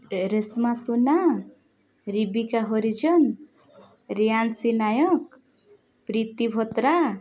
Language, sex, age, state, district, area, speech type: Odia, female, 18-30, Odisha, Nabarangpur, urban, spontaneous